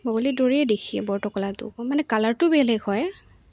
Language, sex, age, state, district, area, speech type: Assamese, female, 18-30, Assam, Goalpara, urban, spontaneous